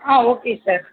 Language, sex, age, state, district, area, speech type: Tamil, female, 18-30, Tamil Nadu, Chennai, urban, conversation